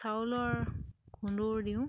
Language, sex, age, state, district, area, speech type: Assamese, female, 18-30, Assam, Sivasagar, rural, spontaneous